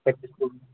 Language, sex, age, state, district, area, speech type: Assamese, male, 18-30, Assam, Lakhimpur, urban, conversation